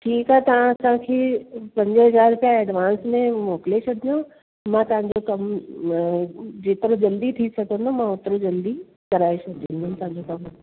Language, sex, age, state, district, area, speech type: Sindhi, female, 45-60, Delhi, South Delhi, urban, conversation